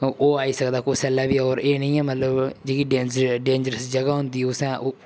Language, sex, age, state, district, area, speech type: Dogri, male, 18-30, Jammu and Kashmir, Udhampur, rural, spontaneous